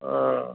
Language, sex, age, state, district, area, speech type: Sindhi, male, 60+, Uttar Pradesh, Lucknow, rural, conversation